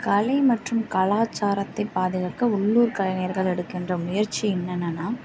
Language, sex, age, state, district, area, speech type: Tamil, female, 18-30, Tamil Nadu, Karur, rural, spontaneous